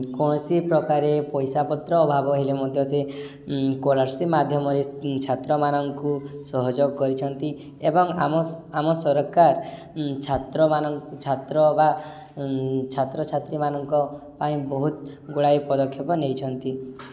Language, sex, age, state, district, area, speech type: Odia, male, 18-30, Odisha, Subarnapur, urban, spontaneous